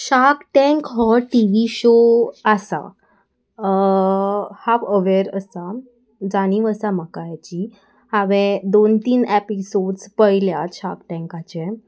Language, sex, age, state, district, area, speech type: Goan Konkani, female, 18-30, Goa, Salcete, urban, spontaneous